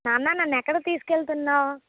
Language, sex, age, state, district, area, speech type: Telugu, female, 18-30, Andhra Pradesh, Vizianagaram, rural, conversation